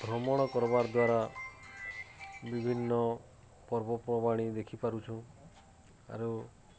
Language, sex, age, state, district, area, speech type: Odia, male, 45-60, Odisha, Nuapada, urban, spontaneous